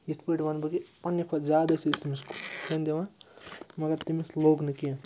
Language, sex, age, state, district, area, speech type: Kashmiri, male, 30-45, Jammu and Kashmir, Srinagar, urban, spontaneous